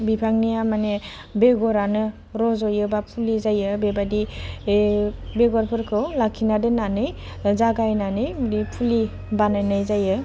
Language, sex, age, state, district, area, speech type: Bodo, female, 18-30, Assam, Udalguri, rural, spontaneous